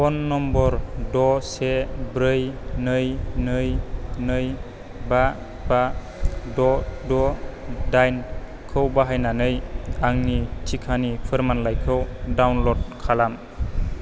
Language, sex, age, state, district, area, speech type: Bodo, male, 18-30, Assam, Chirang, rural, read